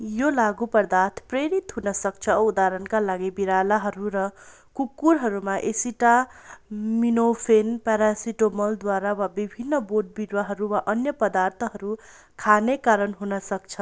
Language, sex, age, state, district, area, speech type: Nepali, female, 30-45, West Bengal, Darjeeling, rural, read